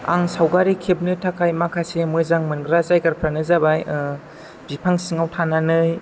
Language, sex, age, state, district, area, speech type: Bodo, male, 18-30, Assam, Chirang, rural, spontaneous